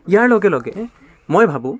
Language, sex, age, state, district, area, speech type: Assamese, male, 18-30, Assam, Dibrugarh, urban, spontaneous